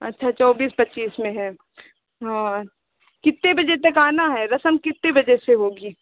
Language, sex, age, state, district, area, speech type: Hindi, female, 30-45, Uttar Pradesh, Lucknow, rural, conversation